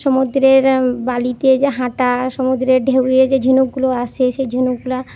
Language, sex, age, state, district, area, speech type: Bengali, female, 30-45, West Bengal, Jhargram, rural, spontaneous